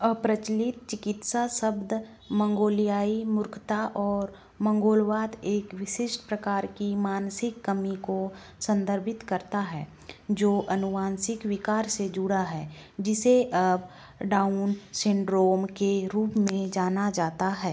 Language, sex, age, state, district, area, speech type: Hindi, female, 30-45, Madhya Pradesh, Bhopal, urban, read